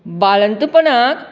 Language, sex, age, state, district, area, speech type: Goan Konkani, female, 60+, Goa, Canacona, rural, spontaneous